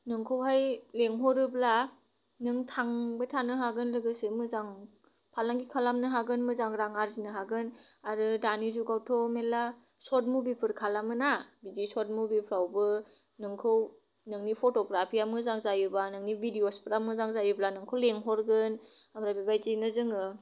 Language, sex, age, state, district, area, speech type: Bodo, female, 18-30, Assam, Kokrajhar, rural, spontaneous